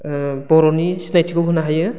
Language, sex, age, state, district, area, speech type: Bodo, male, 30-45, Assam, Udalguri, rural, spontaneous